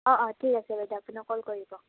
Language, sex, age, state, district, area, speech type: Assamese, female, 45-60, Assam, Morigaon, urban, conversation